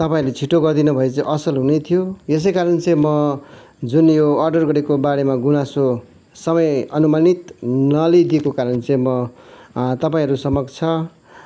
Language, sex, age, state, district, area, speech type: Nepali, male, 45-60, West Bengal, Kalimpong, rural, spontaneous